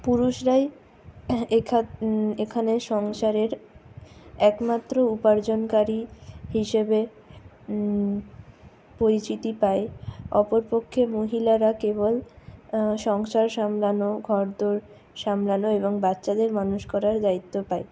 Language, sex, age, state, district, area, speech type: Bengali, female, 60+, West Bengal, Purulia, urban, spontaneous